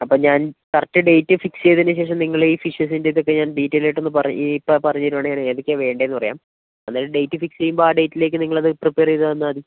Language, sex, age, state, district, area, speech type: Malayalam, male, 30-45, Kerala, Kozhikode, urban, conversation